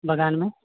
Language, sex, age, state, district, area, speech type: Maithili, male, 60+, Bihar, Purnia, rural, conversation